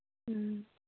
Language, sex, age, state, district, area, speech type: Manipuri, female, 30-45, Manipur, Kangpokpi, urban, conversation